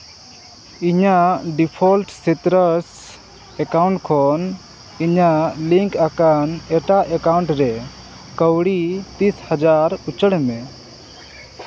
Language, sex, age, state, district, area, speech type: Santali, male, 30-45, Jharkhand, Seraikela Kharsawan, rural, read